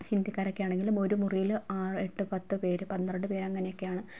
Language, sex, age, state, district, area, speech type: Malayalam, female, 30-45, Kerala, Ernakulam, rural, spontaneous